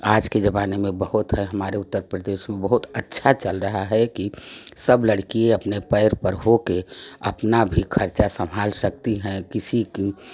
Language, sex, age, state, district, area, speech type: Hindi, female, 60+, Uttar Pradesh, Prayagraj, rural, spontaneous